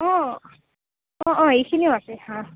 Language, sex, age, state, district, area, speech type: Assamese, female, 18-30, Assam, Kamrup Metropolitan, rural, conversation